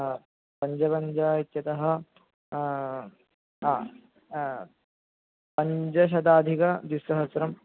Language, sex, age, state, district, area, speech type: Sanskrit, male, 18-30, Kerala, Thrissur, rural, conversation